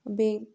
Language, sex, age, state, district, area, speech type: Kashmiri, female, 60+, Jammu and Kashmir, Ganderbal, urban, spontaneous